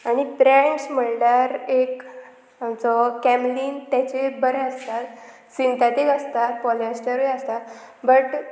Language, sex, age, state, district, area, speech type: Goan Konkani, female, 18-30, Goa, Murmgao, rural, spontaneous